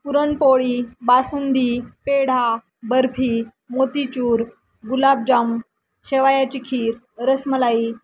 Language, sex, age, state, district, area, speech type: Marathi, female, 30-45, Maharashtra, Nanded, rural, spontaneous